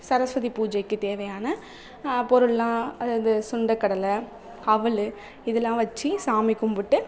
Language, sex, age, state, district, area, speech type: Tamil, female, 30-45, Tamil Nadu, Thanjavur, urban, spontaneous